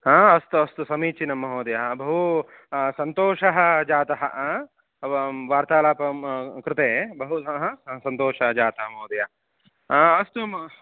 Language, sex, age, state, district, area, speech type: Sanskrit, male, 30-45, Karnataka, Shimoga, rural, conversation